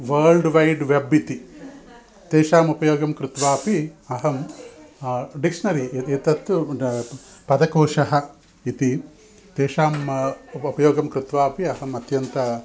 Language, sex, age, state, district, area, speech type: Sanskrit, male, 60+, Andhra Pradesh, Visakhapatnam, urban, spontaneous